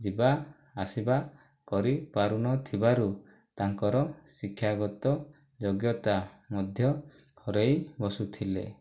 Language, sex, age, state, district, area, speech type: Odia, male, 18-30, Odisha, Kandhamal, rural, spontaneous